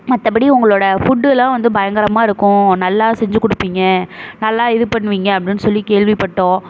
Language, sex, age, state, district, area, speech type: Tamil, female, 18-30, Tamil Nadu, Mayiladuthurai, urban, spontaneous